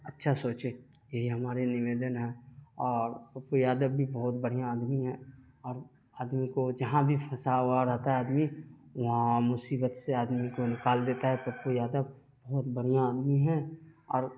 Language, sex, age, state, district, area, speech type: Urdu, male, 30-45, Bihar, Darbhanga, urban, spontaneous